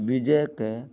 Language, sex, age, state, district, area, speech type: Maithili, male, 45-60, Bihar, Muzaffarpur, urban, spontaneous